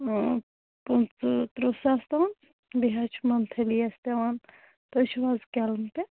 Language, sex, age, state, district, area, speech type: Kashmiri, female, 30-45, Jammu and Kashmir, Kulgam, rural, conversation